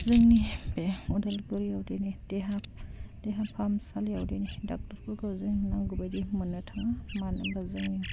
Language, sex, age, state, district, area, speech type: Bodo, female, 18-30, Assam, Udalguri, urban, spontaneous